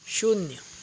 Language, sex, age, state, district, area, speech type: Goan Konkani, male, 45-60, Goa, Canacona, rural, read